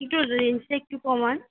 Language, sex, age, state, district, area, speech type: Bengali, female, 18-30, West Bengal, Howrah, urban, conversation